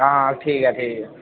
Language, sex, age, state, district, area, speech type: Dogri, male, 18-30, Jammu and Kashmir, Udhampur, rural, conversation